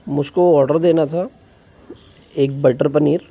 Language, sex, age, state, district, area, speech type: Hindi, male, 18-30, Madhya Pradesh, Bhopal, urban, spontaneous